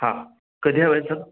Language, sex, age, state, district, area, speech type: Marathi, male, 18-30, Maharashtra, Sangli, urban, conversation